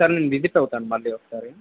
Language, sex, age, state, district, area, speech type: Telugu, male, 30-45, Andhra Pradesh, N T Rama Rao, urban, conversation